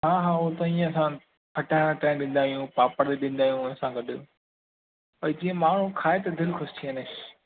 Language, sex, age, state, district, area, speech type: Sindhi, male, 18-30, Maharashtra, Thane, urban, conversation